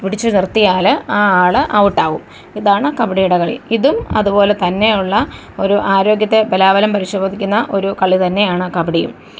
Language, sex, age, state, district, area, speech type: Malayalam, female, 45-60, Kerala, Thiruvananthapuram, rural, spontaneous